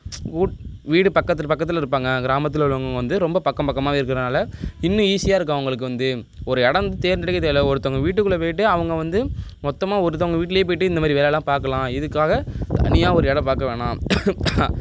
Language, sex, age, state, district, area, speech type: Tamil, male, 18-30, Tamil Nadu, Nagapattinam, rural, spontaneous